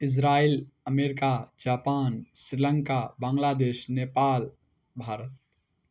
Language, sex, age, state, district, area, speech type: Maithili, male, 18-30, Bihar, Darbhanga, rural, spontaneous